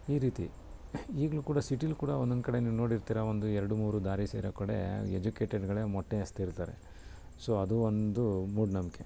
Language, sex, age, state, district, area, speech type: Kannada, male, 30-45, Karnataka, Mysore, urban, spontaneous